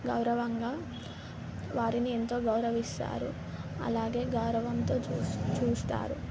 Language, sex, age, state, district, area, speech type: Telugu, female, 18-30, Telangana, Mahbubnagar, urban, spontaneous